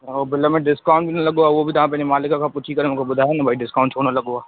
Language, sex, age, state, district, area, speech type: Sindhi, male, 18-30, Madhya Pradesh, Katni, urban, conversation